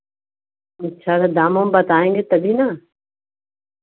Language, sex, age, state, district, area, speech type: Hindi, female, 30-45, Uttar Pradesh, Varanasi, rural, conversation